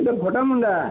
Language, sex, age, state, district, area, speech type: Odia, male, 60+, Odisha, Balangir, urban, conversation